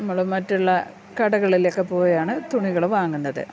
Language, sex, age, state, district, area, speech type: Malayalam, female, 45-60, Kerala, Thiruvananthapuram, urban, spontaneous